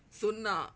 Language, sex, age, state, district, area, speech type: Telugu, male, 18-30, Telangana, Mancherial, rural, read